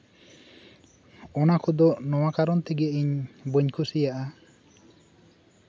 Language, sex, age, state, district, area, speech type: Santali, male, 18-30, West Bengal, Bankura, rural, spontaneous